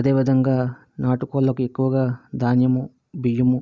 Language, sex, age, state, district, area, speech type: Telugu, male, 30-45, Andhra Pradesh, Vizianagaram, urban, spontaneous